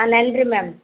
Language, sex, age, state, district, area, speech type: Tamil, female, 45-60, Tamil Nadu, Thoothukudi, rural, conversation